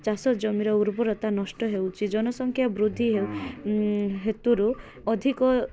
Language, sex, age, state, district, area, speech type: Odia, female, 18-30, Odisha, Koraput, urban, spontaneous